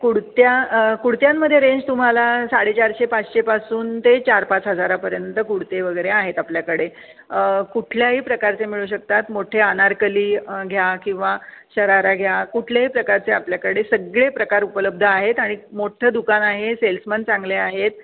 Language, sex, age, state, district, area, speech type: Marathi, female, 60+, Maharashtra, Pune, urban, conversation